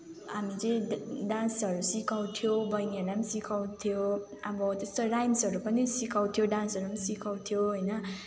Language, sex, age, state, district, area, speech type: Nepali, female, 18-30, West Bengal, Kalimpong, rural, spontaneous